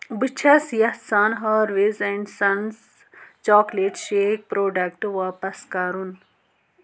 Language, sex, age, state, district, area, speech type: Kashmiri, female, 18-30, Jammu and Kashmir, Budgam, rural, read